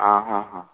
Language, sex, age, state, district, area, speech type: Goan Konkani, male, 45-60, Goa, Bardez, urban, conversation